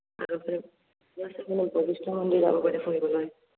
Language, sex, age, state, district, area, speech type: Assamese, male, 18-30, Assam, Morigaon, rural, conversation